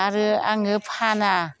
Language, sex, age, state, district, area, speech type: Bodo, female, 60+, Assam, Chirang, rural, spontaneous